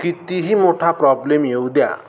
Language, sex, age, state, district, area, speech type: Marathi, male, 45-60, Maharashtra, Amravati, rural, spontaneous